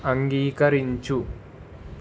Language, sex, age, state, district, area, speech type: Telugu, male, 30-45, Telangana, Ranga Reddy, urban, read